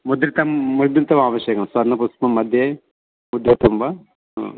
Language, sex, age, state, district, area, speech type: Sanskrit, male, 45-60, Telangana, Karimnagar, urban, conversation